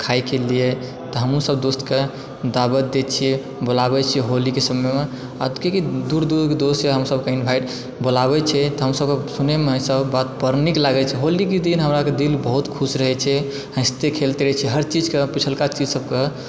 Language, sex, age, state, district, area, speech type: Maithili, male, 18-30, Bihar, Supaul, rural, spontaneous